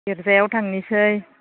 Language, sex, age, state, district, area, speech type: Bodo, female, 30-45, Assam, Baksa, rural, conversation